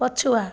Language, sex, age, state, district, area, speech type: Odia, female, 30-45, Odisha, Jajpur, rural, read